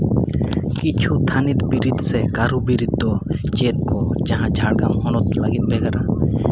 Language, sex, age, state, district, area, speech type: Santali, male, 18-30, West Bengal, Jhargram, rural, spontaneous